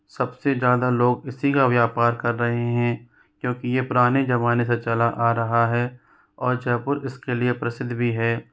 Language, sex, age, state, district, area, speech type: Hindi, male, 45-60, Rajasthan, Jaipur, urban, spontaneous